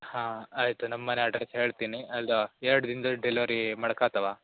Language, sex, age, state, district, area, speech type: Kannada, male, 18-30, Karnataka, Shimoga, rural, conversation